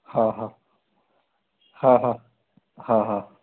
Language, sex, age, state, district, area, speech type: Marathi, male, 18-30, Maharashtra, Buldhana, urban, conversation